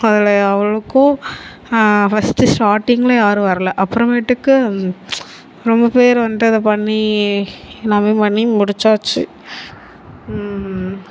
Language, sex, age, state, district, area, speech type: Tamil, female, 18-30, Tamil Nadu, Nagapattinam, rural, spontaneous